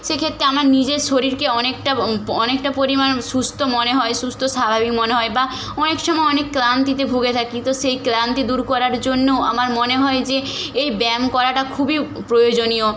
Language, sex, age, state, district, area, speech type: Bengali, female, 18-30, West Bengal, Nadia, rural, spontaneous